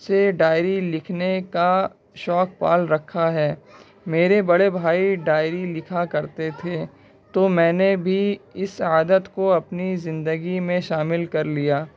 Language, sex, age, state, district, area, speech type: Urdu, male, 18-30, Bihar, Purnia, rural, spontaneous